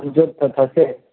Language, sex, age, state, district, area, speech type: Gujarati, male, 18-30, Gujarat, Anand, urban, conversation